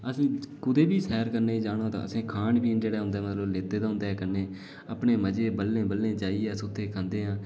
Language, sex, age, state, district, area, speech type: Dogri, male, 18-30, Jammu and Kashmir, Udhampur, rural, spontaneous